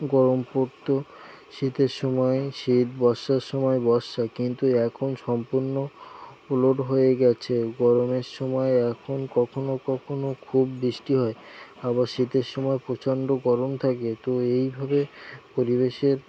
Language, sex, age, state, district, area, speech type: Bengali, male, 18-30, West Bengal, North 24 Parganas, rural, spontaneous